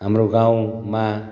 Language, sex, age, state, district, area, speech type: Nepali, male, 60+, West Bengal, Kalimpong, rural, spontaneous